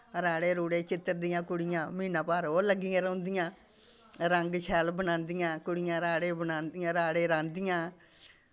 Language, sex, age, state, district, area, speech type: Dogri, female, 60+, Jammu and Kashmir, Samba, urban, spontaneous